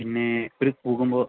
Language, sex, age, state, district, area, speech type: Malayalam, male, 18-30, Kerala, Palakkad, rural, conversation